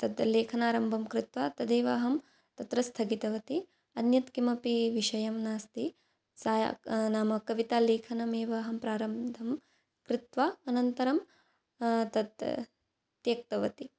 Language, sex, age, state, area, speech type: Sanskrit, female, 18-30, Assam, rural, spontaneous